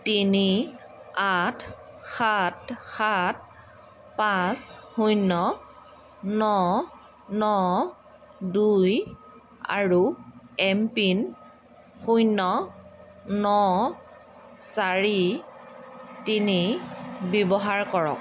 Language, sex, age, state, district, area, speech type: Assamese, female, 30-45, Assam, Dhemaji, rural, read